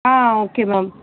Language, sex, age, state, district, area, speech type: Tamil, female, 18-30, Tamil Nadu, Chennai, urban, conversation